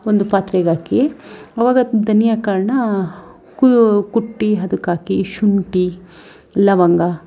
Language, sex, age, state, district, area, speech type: Kannada, female, 30-45, Karnataka, Mandya, rural, spontaneous